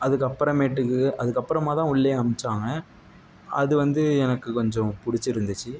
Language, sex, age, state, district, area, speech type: Tamil, male, 60+, Tamil Nadu, Tiruvarur, rural, spontaneous